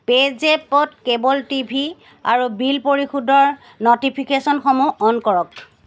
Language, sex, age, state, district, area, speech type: Assamese, female, 45-60, Assam, Charaideo, urban, read